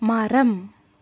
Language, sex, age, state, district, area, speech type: Tamil, female, 30-45, Tamil Nadu, Salem, urban, read